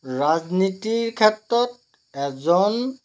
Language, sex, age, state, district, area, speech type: Assamese, male, 45-60, Assam, Jorhat, urban, spontaneous